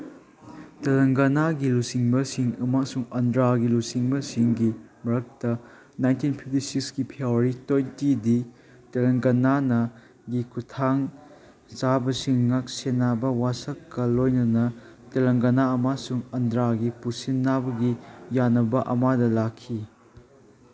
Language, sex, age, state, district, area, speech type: Manipuri, male, 18-30, Manipur, Chandel, rural, read